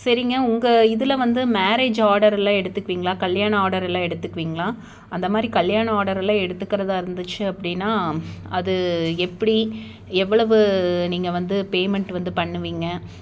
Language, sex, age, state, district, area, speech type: Tamil, female, 30-45, Tamil Nadu, Tiruppur, urban, spontaneous